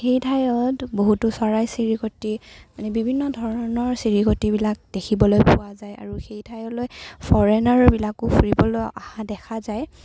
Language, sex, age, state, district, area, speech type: Assamese, female, 18-30, Assam, Kamrup Metropolitan, rural, spontaneous